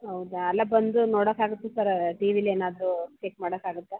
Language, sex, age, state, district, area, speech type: Kannada, female, 45-60, Karnataka, Mandya, rural, conversation